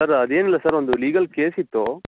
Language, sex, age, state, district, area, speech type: Kannada, male, 18-30, Karnataka, Shimoga, rural, conversation